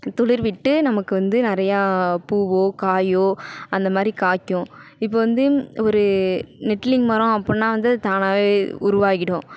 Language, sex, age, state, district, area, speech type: Tamil, female, 18-30, Tamil Nadu, Thanjavur, rural, spontaneous